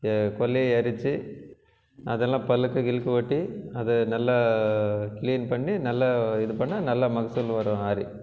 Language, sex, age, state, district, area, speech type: Tamil, male, 45-60, Tamil Nadu, Krishnagiri, rural, spontaneous